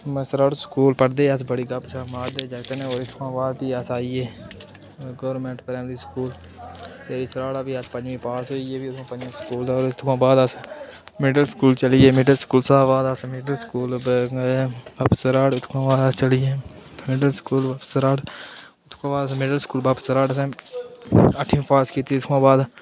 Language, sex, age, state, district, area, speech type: Dogri, male, 18-30, Jammu and Kashmir, Udhampur, rural, spontaneous